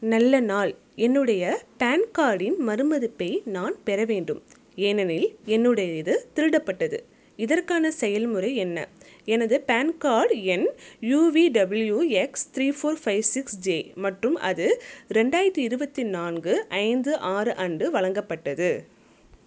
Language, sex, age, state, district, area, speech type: Tamil, female, 18-30, Tamil Nadu, Chengalpattu, urban, read